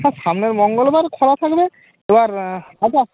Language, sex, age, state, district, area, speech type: Bengali, male, 30-45, West Bengal, Jalpaiguri, rural, conversation